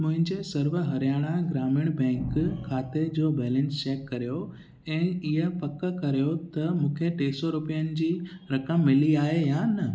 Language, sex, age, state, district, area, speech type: Sindhi, male, 18-30, Gujarat, Kutch, urban, read